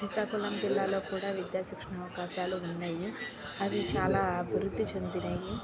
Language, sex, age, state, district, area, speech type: Telugu, female, 18-30, Andhra Pradesh, Srikakulam, urban, spontaneous